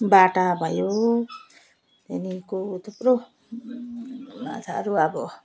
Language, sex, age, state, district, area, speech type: Nepali, female, 60+, West Bengal, Jalpaiguri, rural, spontaneous